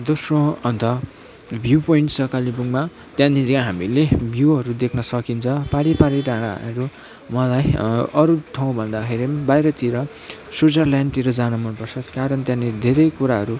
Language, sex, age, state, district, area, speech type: Nepali, male, 18-30, West Bengal, Kalimpong, rural, spontaneous